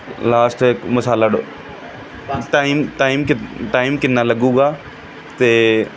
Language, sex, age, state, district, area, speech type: Punjabi, male, 30-45, Punjab, Pathankot, urban, spontaneous